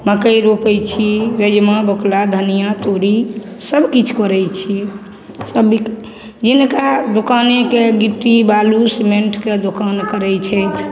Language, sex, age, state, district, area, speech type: Maithili, female, 45-60, Bihar, Samastipur, urban, spontaneous